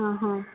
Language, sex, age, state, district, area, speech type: Telugu, female, 45-60, Andhra Pradesh, Vizianagaram, rural, conversation